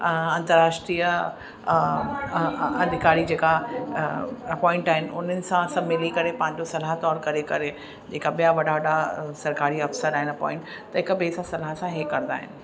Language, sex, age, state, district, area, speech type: Sindhi, female, 30-45, Uttar Pradesh, Lucknow, urban, spontaneous